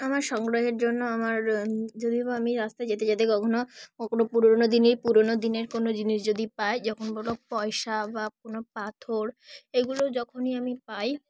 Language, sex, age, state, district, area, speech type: Bengali, female, 18-30, West Bengal, Dakshin Dinajpur, urban, spontaneous